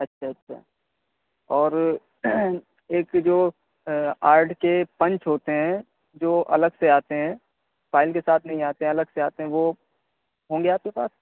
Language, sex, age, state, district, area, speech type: Urdu, male, 18-30, Uttar Pradesh, Shahjahanpur, urban, conversation